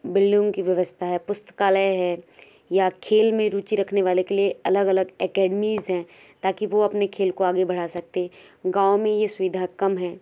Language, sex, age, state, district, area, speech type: Hindi, female, 30-45, Madhya Pradesh, Balaghat, rural, spontaneous